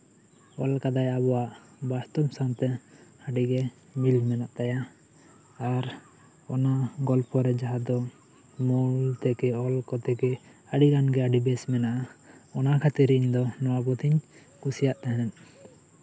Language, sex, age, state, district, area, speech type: Santali, male, 18-30, West Bengal, Bankura, rural, spontaneous